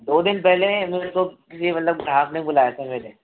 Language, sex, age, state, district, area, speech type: Hindi, male, 18-30, Rajasthan, Jaipur, urban, conversation